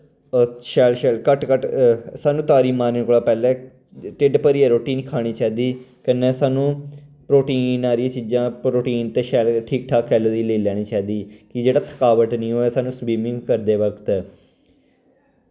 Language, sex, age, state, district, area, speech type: Dogri, male, 18-30, Jammu and Kashmir, Kathua, rural, spontaneous